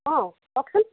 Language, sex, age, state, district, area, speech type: Assamese, female, 45-60, Assam, Sivasagar, rural, conversation